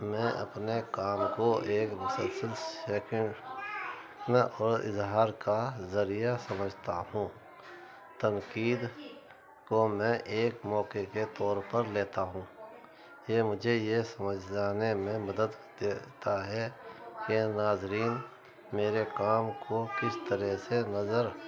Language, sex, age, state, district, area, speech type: Urdu, male, 60+, Uttar Pradesh, Muzaffarnagar, urban, spontaneous